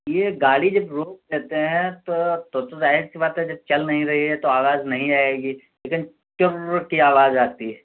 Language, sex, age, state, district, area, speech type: Urdu, female, 30-45, Uttar Pradesh, Gautam Buddha Nagar, rural, conversation